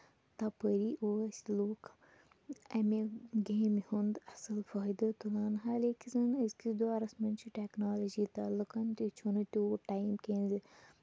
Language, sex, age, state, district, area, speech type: Kashmiri, female, 18-30, Jammu and Kashmir, Shopian, rural, spontaneous